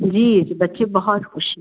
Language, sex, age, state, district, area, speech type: Hindi, female, 45-60, Uttar Pradesh, Sitapur, rural, conversation